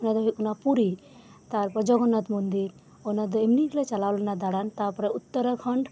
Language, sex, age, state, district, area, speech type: Santali, female, 30-45, West Bengal, Birbhum, rural, spontaneous